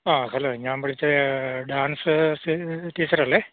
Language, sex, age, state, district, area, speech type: Malayalam, male, 45-60, Kerala, Idukki, rural, conversation